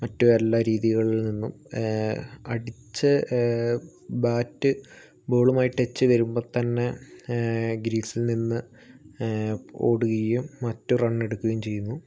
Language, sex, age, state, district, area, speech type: Malayalam, male, 18-30, Kerala, Wayanad, rural, spontaneous